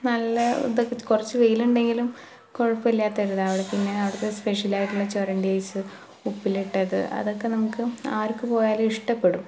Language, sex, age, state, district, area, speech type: Malayalam, female, 18-30, Kerala, Malappuram, rural, spontaneous